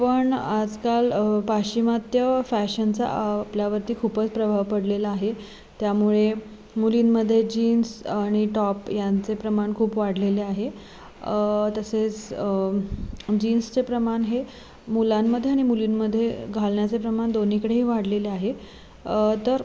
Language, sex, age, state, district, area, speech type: Marathi, female, 18-30, Maharashtra, Sangli, urban, spontaneous